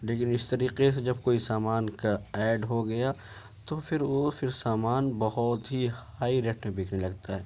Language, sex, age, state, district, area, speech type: Urdu, male, 30-45, Uttar Pradesh, Ghaziabad, urban, spontaneous